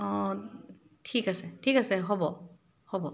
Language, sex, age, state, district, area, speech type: Assamese, female, 45-60, Assam, Dibrugarh, rural, spontaneous